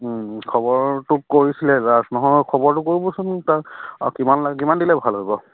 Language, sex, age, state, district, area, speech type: Assamese, male, 30-45, Assam, Charaideo, rural, conversation